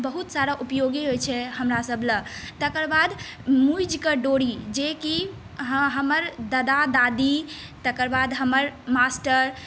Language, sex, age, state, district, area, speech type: Maithili, female, 18-30, Bihar, Saharsa, rural, spontaneous